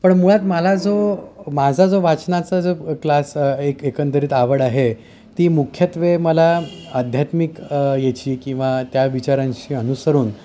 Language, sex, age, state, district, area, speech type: Marathi, male, 30-45, Maharashtra, Yavatmal, urban, spontaneous